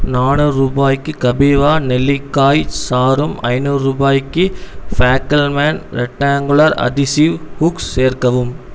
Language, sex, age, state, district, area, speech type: Tamil, male, 18-30, Tamil Nadu, Erode, rural, read